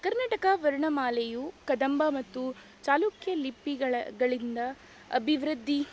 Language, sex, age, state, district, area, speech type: Kannada, female, 18-30, Karnataka, Shimoga, rural, spontaneous